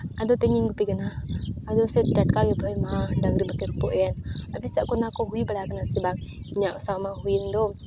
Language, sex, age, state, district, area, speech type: Santali, female, 18-30, Jharkhand, Seraikela Kharsawan, rural, spontaneous